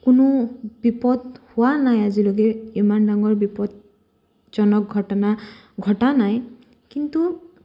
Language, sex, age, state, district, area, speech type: Assamese, female, 18-30, Assam, Kamrup Metropolitan, urban, spontaneous